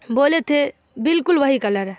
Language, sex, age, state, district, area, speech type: Urdu, female, 18-30, Bihar, Darbhanga, rural, spontaneous